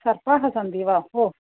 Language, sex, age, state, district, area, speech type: Sanskrit, female, 30-45, Kerala, Thiruvananthapuram, urban, conversation